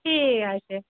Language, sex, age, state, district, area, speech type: Bengali, female, 30-45, West Bengal, Darjeeling, rural, conversation